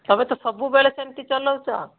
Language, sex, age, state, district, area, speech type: Odia, female, 60+, Odisha, Kandhamal, rural, conversation